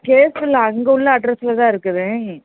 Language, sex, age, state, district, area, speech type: Tamil, female, 45-60, Tamil Nadu, Madurai, urban, conversation